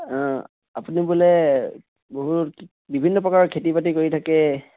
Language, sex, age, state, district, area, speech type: Assamese, male, 18-30, Assam, Tinsukia, urban, conversation